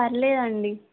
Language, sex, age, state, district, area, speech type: Telugu, female, 18-30, Andhra Pradesh, East Godavari, urban, conversation